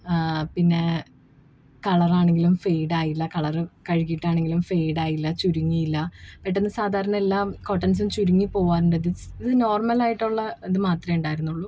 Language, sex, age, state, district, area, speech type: Malayalam, female, 30-45, Kerala, Ernakulam, rural, spontaneous